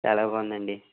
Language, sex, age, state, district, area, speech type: Telugu, male, 45-60, Andhra Pradesh, Eluru, urban, conversation